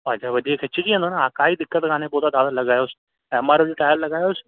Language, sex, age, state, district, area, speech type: Sindhi, male, 18-30, Rajasthan, Ajmer, urban, conversation